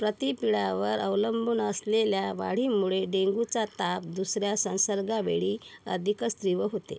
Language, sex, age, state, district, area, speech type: Marathi, female, 45-60, Maharashtra, Yavatmal, rural, read